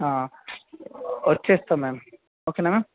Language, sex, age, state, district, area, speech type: Telugu, male, 18-30, Telangana, Nalgonda, urban, conversation